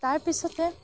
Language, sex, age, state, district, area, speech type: Assamese, female, 18-30, Assam, Morigaon, rural, spontaneous